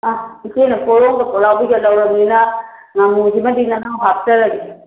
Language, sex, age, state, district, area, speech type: Manipuri, female, 30-45, Manipur, Imphal West, rural, conversation